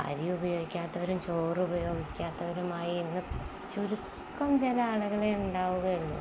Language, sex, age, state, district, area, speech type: Malayalam, female, 30-45, Kerala, Kozhikode, rural, spontaneous